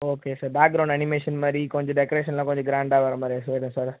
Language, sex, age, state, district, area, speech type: Tamil, male, 18-30, Tamil Nadu, Vellore, rural, conversation